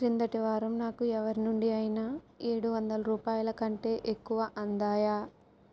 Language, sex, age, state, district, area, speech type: Telugu, female, 45-60, Andhra Pradesh, Kakinada, rural, read